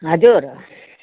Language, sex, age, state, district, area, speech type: Nepali, female, 60+, West Bengal, Darjeeling, rural, conversation